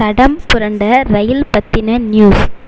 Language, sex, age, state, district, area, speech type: Tamil, female, 18-30, Tamil Nadu, Mayiladuthurai, urban, read